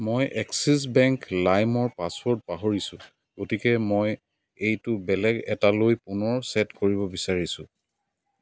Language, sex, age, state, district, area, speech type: Assamese, male, 45-60, Assam, Dibrugarh, rural, read